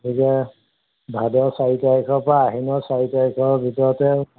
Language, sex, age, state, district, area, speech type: Assamese, male, 60+, Assam, Golaghat, rural, conversation